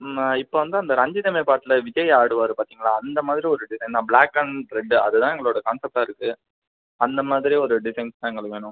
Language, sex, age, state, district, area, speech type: Tamil, male, 18-30, Tamil Nadu, Pudukkottai, rural, conversation